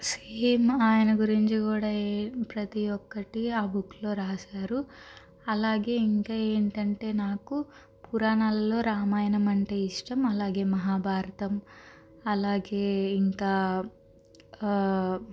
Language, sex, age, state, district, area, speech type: Telugu, female, 30-45, Andhra Pradesh, Guntur, urban, spontaneous